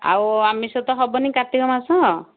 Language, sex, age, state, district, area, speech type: Odia, female, 45-60, Odisha, Gajapati, rural, conversation